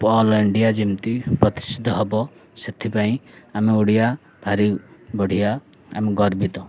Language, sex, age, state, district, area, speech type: Odia, male, 30-45, Odisha, Ganjam, urban, spontaneous